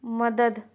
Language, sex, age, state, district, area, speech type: Urdu, female, 18-30, Uttar Pradesh, Lucknow, urban, read